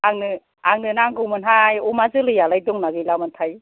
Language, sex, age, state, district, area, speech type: Bodo, female, 45-60, Assam, Kokrajhar, rural, conversation